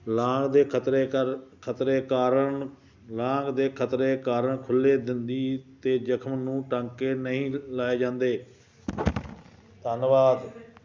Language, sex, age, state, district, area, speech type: Punjabi, male, 60+, Punjab, Ludhiana, rural, read